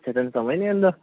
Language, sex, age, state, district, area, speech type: Punjabi, male, 18-30, Punjab, Hoshiarpur, urban, conversation